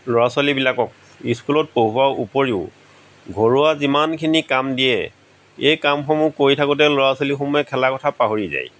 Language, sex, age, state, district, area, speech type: Assamese, male, 45-60, Assam, Golaghat, rural, spontaneous